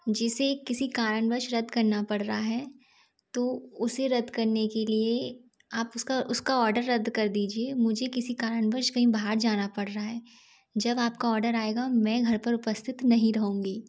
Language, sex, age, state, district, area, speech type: Hindi, female, 30-45, Madhya Pradesh, Gwalior, rural, spontaneous